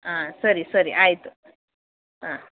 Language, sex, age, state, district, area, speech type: Kannada, female, 30-45, Karnataka, Mandya, rural, conversation